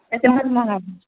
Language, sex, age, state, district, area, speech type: Maithili, female, 18-30, Bihar, Begusarai, urban, conversation